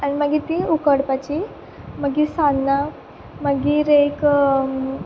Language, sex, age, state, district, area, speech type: Goan Konkani, female, 18-30, Goa, Quepem, rural, spontaneous